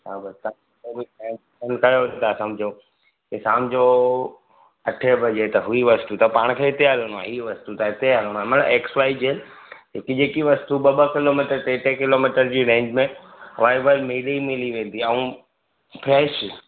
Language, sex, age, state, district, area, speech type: Sindhi, male, 30-45, Gujarat, Surat, urban, conversation